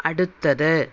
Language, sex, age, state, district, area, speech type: Malayalam, female, 60+, Kerala, Palakkad, rural, read